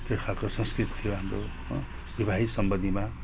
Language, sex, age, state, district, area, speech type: Nepali, male, 45-60, West Bengal, Jalpaiguri, rural, spontaneous